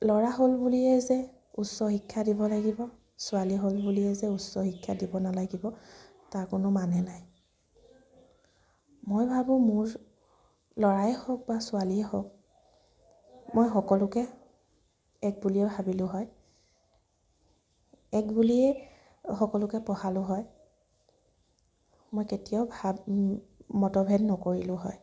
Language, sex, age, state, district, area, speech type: Assamese, female, 30-45, Assam, Sivasagar, rural, spontaneous